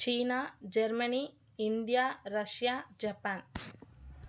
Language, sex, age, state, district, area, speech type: Tamil, female, 30-45, Tamil Nadu, Madurai, urban, spontaneous